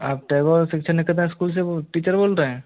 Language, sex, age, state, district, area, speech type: Hindi, male, 60+, Rajasthan, Jaipur, urban, conversation